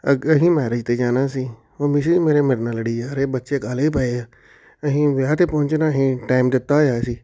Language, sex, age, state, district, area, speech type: Punjabi, male, 45-60, Punjab, Tarn Taran, urban, spontaneous